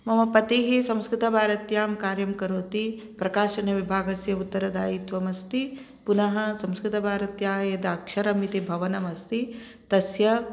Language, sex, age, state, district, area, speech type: Sanskrit, female, 45-60, Karnataka, Uttara Kannada, urban, spontaneous